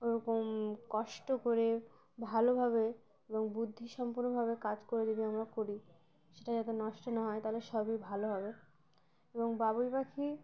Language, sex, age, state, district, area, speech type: Bengali, female, 18-30, West Bengal, Uttar Dinajpur, urban, spontaneous